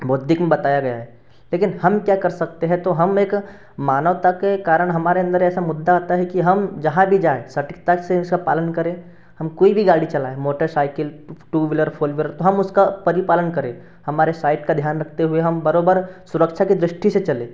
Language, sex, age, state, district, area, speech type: Hindi, male, 18-30, Madhya Pradesh, Betul, urban, spontaneous